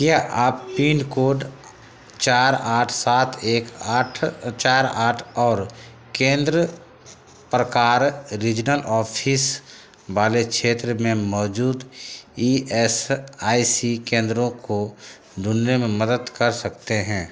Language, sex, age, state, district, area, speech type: Hindi, male, 30-45, Bihar, Begusarai, urban, read